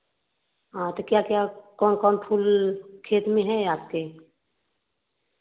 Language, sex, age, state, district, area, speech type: Hindi, female, 30-45, Uttar Pradesh, Varanasi, urban, conversation